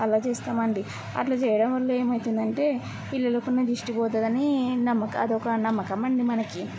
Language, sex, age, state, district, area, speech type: Telugu, female, 18-30, Andhra Pradesh, N T Rama Rao, urban, spontaneous